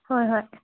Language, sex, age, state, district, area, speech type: Manipuri, female, 30-45, Manipur, Thoubal, rural, conversation